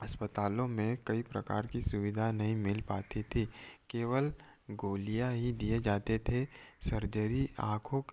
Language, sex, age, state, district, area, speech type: Hindi, male, 18-30, Madhya Pradesh, Betul, rural, spontaneous